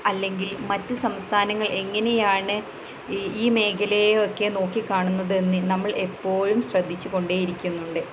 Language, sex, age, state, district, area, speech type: Malayalam, female, 18-30, Kerala, Malappuram, rural, spontaneous